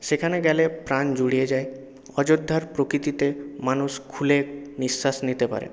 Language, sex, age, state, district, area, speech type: Bengali, male, 18-30, West Bengal, Purulia, urban, spontaneous